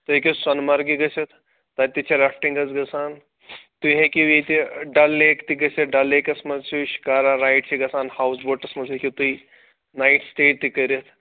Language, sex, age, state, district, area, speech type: Kashmiri, male, 30-45, Jammu and Kashmir, Srinagar, urban, conversation